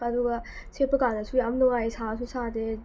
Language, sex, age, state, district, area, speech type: Manipuri, female, 18-30, Manipur, Tengnoupal, urban, spontaneous